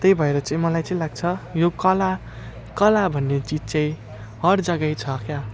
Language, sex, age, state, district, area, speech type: Nepali, male, 18-30, West Bengal, Jalpaiguri, rural, spontaneous